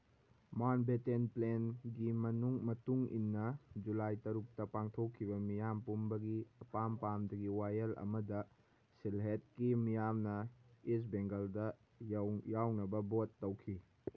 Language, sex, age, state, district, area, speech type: Manipuri, male, 18-30, Manipur, Kangpokpi, urban, read